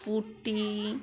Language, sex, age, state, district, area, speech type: Bengali, female, 45-60, West Bengal, Uttar Dinajpur, urban, spontaneous